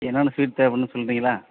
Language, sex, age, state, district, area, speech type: Tamil, male, 30-45, Tamil Nadu, Madurai, urban, conversation